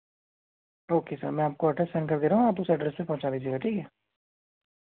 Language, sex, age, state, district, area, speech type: Hindi, male, 18-30, Madhya Pradesh, Seoni, urban, conversation